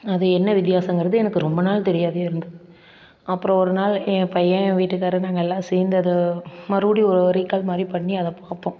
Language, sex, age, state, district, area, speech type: Tamil, female, 30-45, Tamil Nadu, Namakkal, rural, spontaneous